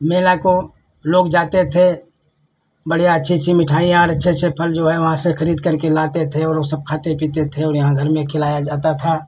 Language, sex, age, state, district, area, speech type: Hindi, male, 60+, Uttar Pradesh, Lucknow, rural, spontaneous